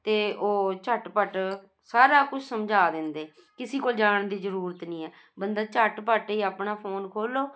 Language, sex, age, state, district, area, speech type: Punjabi, female, 45-60, Punjab, Jalandhar, urban, spontaneous